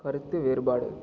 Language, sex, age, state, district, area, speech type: Tamil, male, 18-30, Tamil Nadu, Ariyalur, rural, read